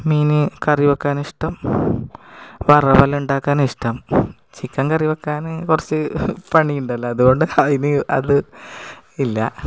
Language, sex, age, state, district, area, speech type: Malayalam, female, 45-60, Kerala, Kasaragod, rural, spontaneous